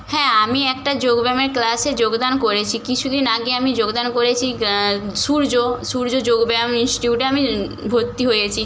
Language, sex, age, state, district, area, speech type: Bengali, female, 18-30, West Bengal, Nadia, rural, spontaneous